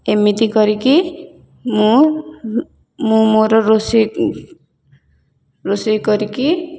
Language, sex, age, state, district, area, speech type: Odia, female, 30-45, Odisha, Puri, urban, spontaneous